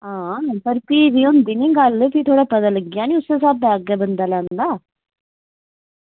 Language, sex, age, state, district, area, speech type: Dogri, female, 30-45, Jammu and Kashmir, Udhampur, rural, conversation